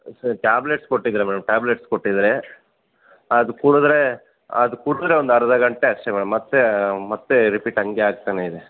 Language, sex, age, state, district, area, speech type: Kannada, male, 30-45, Karnataka, Kolar, rural, conversation